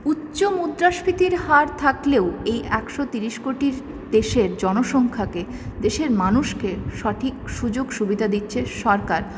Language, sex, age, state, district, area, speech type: Bengali, female, 18-30, West Bengal, Purulia, urban, spontaneous